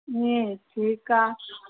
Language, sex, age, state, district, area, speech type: Sindhi, female, 60+, Gujarat, Surat, urban, conversation